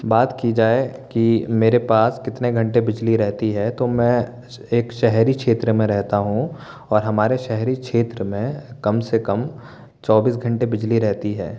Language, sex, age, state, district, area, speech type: Hindi, male, 18-30, Madhya Pradesh, Bhopal, urban, spontaneous